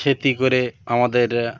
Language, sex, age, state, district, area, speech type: Bengali, male, 30-45, West Bengal, Birbhum, urban, spontaneous